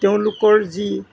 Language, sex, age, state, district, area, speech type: Assamese, male, 60+, Assam, Golaghat, rural, spontaneous